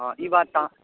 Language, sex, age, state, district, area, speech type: Maithili, male, 18-30, Bihar, Darbhanga, rural, conversation